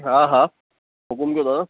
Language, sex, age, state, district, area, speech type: Sindhi, male, 30-45, Gujarat, Kutch, rural, conversation